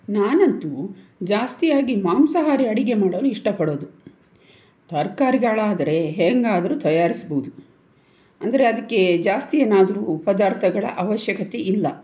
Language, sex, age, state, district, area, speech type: Kannada, female, 45-60, Karnataka, Tumkur, urban, spontaneous